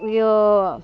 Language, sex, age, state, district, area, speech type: Nepali, female, 18-30, West Bengal, Alipurduar, urban, spontaneous